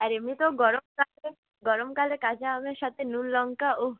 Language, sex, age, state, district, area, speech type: Bengali, female, 18-30, West Bengal, Purulia, urban, conversation